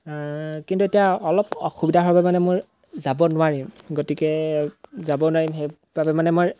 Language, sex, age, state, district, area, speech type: Assamese, male, 18-30, Assam, Golaghat, rural, spontaneous